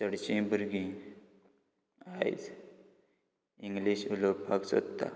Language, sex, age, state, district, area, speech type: Goan Konkani, male, 18-30, Goa, Quepem, rural, spontaneous